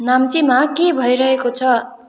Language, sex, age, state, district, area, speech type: Nepali, female, 18-30, West Bengal, Kalimpong, rural, read